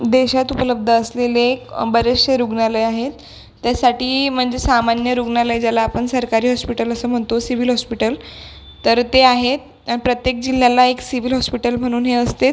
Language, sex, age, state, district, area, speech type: Marathi, female, 18-30, Maharashtra, Buldhana, rural, spontaneous